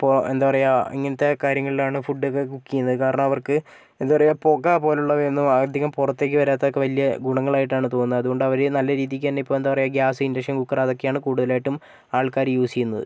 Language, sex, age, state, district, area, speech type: Malayalam, male, 30-45, Kerala, Wayanad, rural, spontaneous